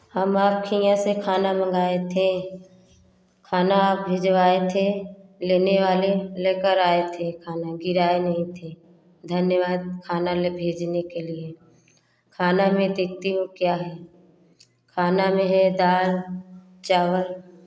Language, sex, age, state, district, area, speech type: Hindi, female, 18-30, Uttar Pradesh, Prayagraj, rural, spontaneous